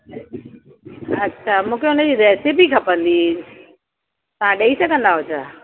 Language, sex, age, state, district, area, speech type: Sindhi, female, 30-45, Uttar Pradesh, Lucknow, rural, conversation